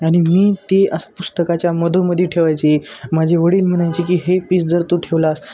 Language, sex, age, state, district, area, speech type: Marathi, male, 18-30, Maharashtra, Nanded, urban, spontaneous